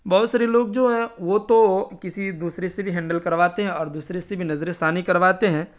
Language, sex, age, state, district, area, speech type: Urdu, male, 30-45, Bihar, Darbhanga, rural, spontaneous